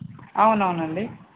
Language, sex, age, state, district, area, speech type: Telugu, female, 18-30, Andhra Pradesh, Nandyal, rural, conversation